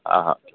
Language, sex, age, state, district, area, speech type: Gujarati, male, 30-45, Gujarat, Surat, urban, conversation